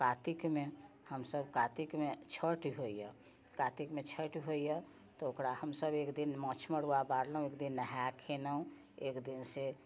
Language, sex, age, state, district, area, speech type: Maithili, female, 60+, Bihar, Muzaffarpur, rural, spontaneous